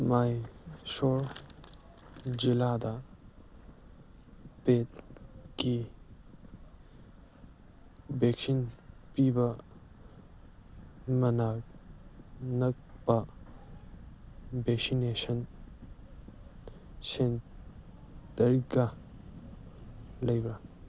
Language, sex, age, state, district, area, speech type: Manipuri, male, 18-30, Manipur, Kangpokpi, urban, read